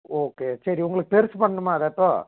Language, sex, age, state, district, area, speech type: Tamil, male, 45-60, Tamil Nadu, Erode, urban, conversation